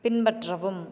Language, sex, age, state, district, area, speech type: Tamil, female, 30-45, Tamil Nadu, Tiruppur, urban, read